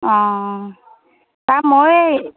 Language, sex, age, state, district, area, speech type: Assamese, female, 30-45, Assam, Dhemaji, rural, conversation